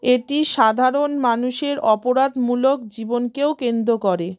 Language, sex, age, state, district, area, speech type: Bengali, female, 45-60, West Bengal, South 24 Parganas, rural, read